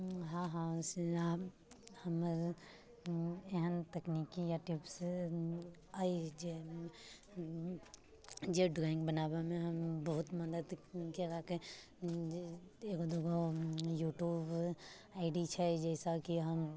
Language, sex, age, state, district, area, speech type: Maithili, female, 18-30, Bihar, Muzaffarpur, urban, spontaneous